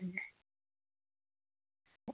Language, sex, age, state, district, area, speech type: Marathi, female, 30-45, Maharashtra, Washim, rural, conversation